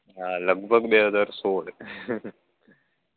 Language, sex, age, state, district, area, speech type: Gujarati, male, 18-30, Gujarat, Anand, urban, conversation